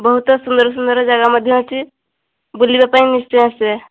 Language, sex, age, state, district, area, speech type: Odia, female, 18-30, Odisha, Mayurbhanj, rural, conversation